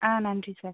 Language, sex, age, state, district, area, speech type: Tamil, female, 30-45, Tamil Nadu, Pudukkottai, rural, conversation